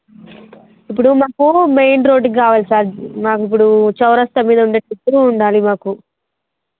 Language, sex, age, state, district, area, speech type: Telugu, female, 30-45, Telangana, Jangaon, rural, conversation